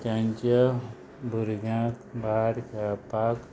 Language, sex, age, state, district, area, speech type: Goan Konkani, male, 30-45, Goa, Murmgao, rural, spontaneous